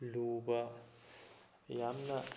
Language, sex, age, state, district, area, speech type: Manipuri, male, 45-60, Manipur, Thoubal, rural, spontaneous